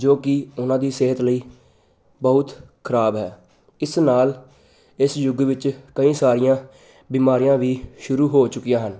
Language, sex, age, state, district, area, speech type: Punjabi, male, 18-30, Punjab, Jalandhar, urban, spontaneous